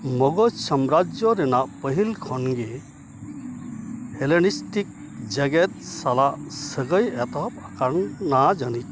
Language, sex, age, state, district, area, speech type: Santali, male, 60+, West Bengal, Dakshin Dinajpur, rural, read